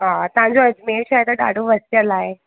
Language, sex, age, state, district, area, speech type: Sindhi, female, 18-30, Rajasthan, Ajmer, urban, conversation